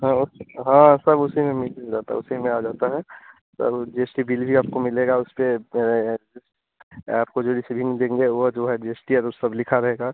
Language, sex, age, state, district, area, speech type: Hindi, male, 18-30, Bihar, Madhepura, rural, conversation